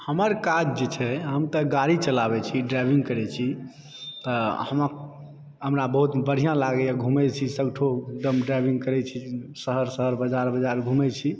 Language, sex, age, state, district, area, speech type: Maithili, male, 30-45, Bihar, Supaul, rural, spontaneous